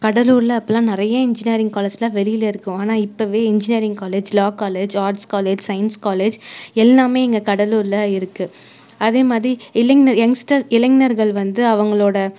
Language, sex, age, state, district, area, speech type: Tamil, female, 30-45, Tamil Nadu, Cuddalore, urban, spontaneous